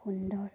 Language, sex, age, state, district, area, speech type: Assamese, female, 30-45, Assam, Sonitpur, rural, spontaneous